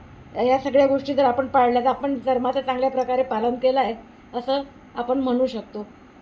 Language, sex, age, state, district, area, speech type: Marathi, female, 60+, Maharashtra, Wardha, urban, spontaneous